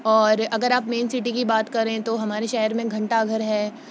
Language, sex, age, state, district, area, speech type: Urdu, female, 18-30, Uttar Pradesh, Shahjahanpur, rural, spontaneous